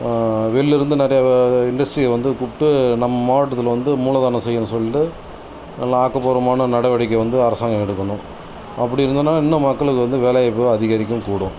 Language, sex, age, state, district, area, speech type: Tamil, male, 30-45, Tamil Nadu, Cuddalore, rural, spontaneous